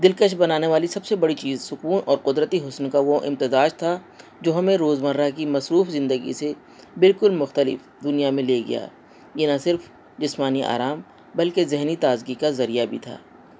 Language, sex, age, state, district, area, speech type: Urdu, female, 60+, Delhi, North East Delhi, urban, spontaneous